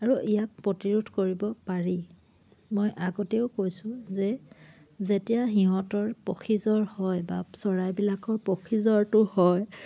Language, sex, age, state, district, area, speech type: Assamese, female, 30-45, Assam, Charaideo, rural, spontaneous